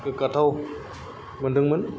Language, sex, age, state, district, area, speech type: Bodo, male, 30-45, Assam, Kokrajhar, rural, spontaneous